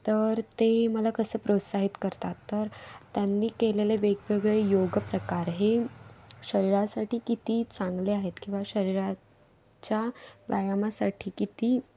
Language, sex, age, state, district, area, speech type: Marathi, female, 18-30, Maharashtra, Raigad, rural, spontaneous